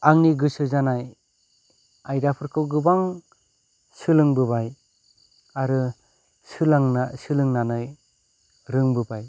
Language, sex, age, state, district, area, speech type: Bodo, male, 30-45, Assam, Kokrajhar, rural, spontaneous